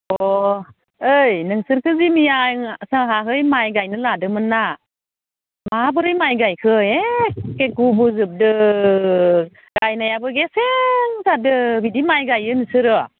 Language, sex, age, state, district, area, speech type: Bodo, female, 45-60, Assam, Udalguri, rural, conversation